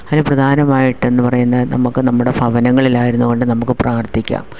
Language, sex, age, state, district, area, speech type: Malayalam, female, 45-60, Kerala, Kollam, rural, spontaneous